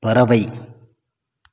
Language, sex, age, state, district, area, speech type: Tamil, male, 30-45, Tamil Nadu, Krishnagiri, rural, read